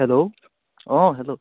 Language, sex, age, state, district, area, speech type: Assamese, male, 18-30, Assam, Charaideo, rural, conversation